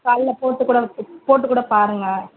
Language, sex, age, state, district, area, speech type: Tamil, female, 30-45, Tamil Nadu, Madurai, urban, conversation